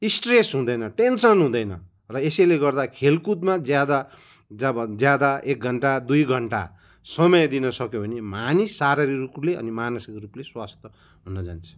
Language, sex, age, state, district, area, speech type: Nepali, male, 45-60, West Bengal, Kalimpong, rural, spontaneous